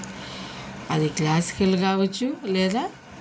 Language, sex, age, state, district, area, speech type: Telugu, female, 30-45, Andhra Pradesh, Nellore, urban, spontaneous